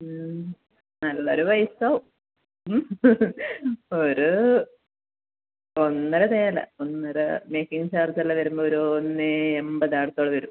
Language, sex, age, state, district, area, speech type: Malayalam, female, 30-45, Kerala, Kasaragod, rural, conversation